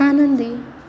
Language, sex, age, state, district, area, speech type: Marathi, female, 18-30, Maharashtra, Thane, urban, read